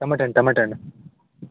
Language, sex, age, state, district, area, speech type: Kannada, male, 18-30, Karnataka, Bellary, rural, conversation